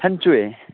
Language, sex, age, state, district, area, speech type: Manipuri, male, 30-45, Manipur, Ukhrul, urban, conversation